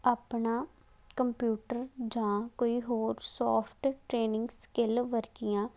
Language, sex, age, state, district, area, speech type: Punjabi, female, 18-30, Punjab, Faridkot, rural, spontaneous